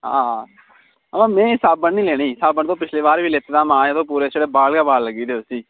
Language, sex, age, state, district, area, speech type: Dogri, male, 30-45, Jammu and Kashmir, Udhampur, rural, conversation